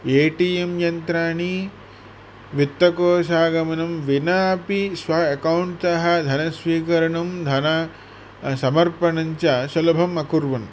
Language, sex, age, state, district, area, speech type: Sanskrit, male, 45-60, Andhra Pradesh, Chittoor, urban, spontaneous